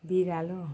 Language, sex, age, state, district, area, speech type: Nepali, female, 45-60, West Bengal, Jalpaiguri, rural, read